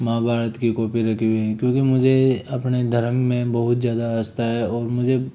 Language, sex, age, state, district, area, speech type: Hindi, male, 30-45, Rajasthan, Jaipur, urban, spontaneous